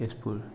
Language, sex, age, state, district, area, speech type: Assamese, male, 18-30, Assam, Dibrugarh, urban, spontaneous